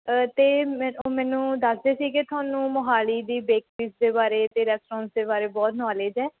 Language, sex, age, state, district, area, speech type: Punjabi, female, 18-30, Punjab, Mohali, urban, conversation